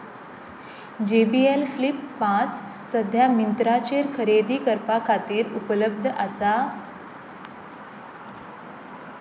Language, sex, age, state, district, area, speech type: Goan Konkani, female, 30-45, Goa, Pernem, rural, read